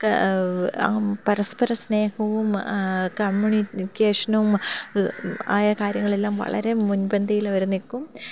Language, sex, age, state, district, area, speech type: Malayalam, female, 30-45, Kerala, Thiruvananthapuram, urban, spontaneous